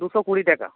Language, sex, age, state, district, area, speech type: Bengali, male, 30-45, West Bengal, Howrah, urban, conversation